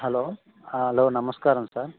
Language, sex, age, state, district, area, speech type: Telugu, male, 18-30, Telangana, Khammam, urban, conversation